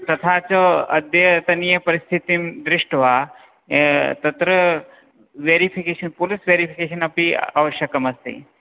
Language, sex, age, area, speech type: Sanskrit, male, 30-45, urban, conversation